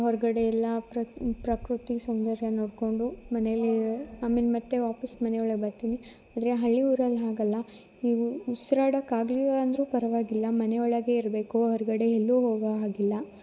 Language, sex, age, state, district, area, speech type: Kannada, female, 18-30, Karnataka, Chikkamagaluru, rural, spontaneous